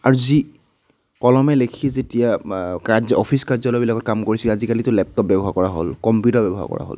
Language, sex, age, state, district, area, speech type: Assamese, male, 18-30, Assam, Nagaon, rural, spontaneous